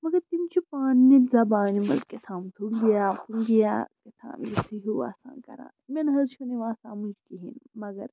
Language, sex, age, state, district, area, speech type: Kashmiri, female, 45-60, Jammu and Kashmir, Srinagar, urban, spontaneous